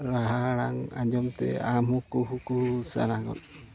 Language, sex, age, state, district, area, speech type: Santali, male, 60+, Odisha, Mayurbhanj, rural, spontaneous